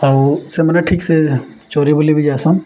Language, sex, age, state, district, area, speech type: Odia, male, 18-30, Odisha, Bargarh, urban, spontaneous